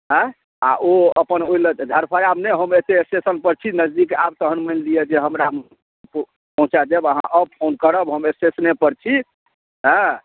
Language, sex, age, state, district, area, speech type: Maithili, male, 45-60, Bihar, Darbhanga, rural, conversation